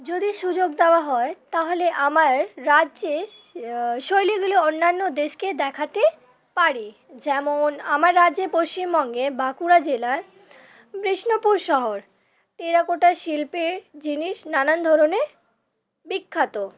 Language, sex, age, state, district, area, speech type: Bengali, female, 18-30, West Bengal, Hooghly, urban, spontaneous